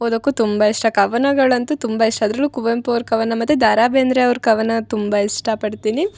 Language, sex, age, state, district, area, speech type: Kannada, female, 18-30, Karnataka, Chikkamagaluru, rural, spontaneous